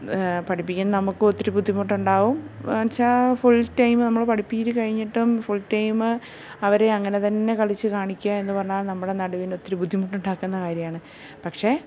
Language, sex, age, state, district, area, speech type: Malayalam, female, 30-45, Kerala, Kottayam, urban, spontaneous